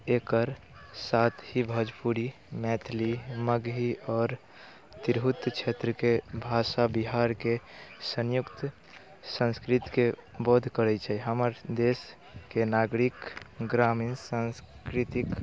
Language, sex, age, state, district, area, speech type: Maithili, male, 18-30, Bihar, Muzaffarpur, rural, spontaneous